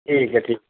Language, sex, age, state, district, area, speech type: Punjabi, male, 45-60, Punjab, Pathankot, rural, conversation